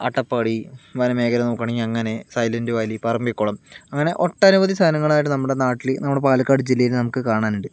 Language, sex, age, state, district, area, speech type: Malayalam, male, 45-60, Kerala, Palakkad, urban, spontaneous